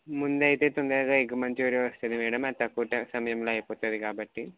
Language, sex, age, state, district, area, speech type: Telugu, male, 18-30, Telangana, Nalgonda, urban, conversation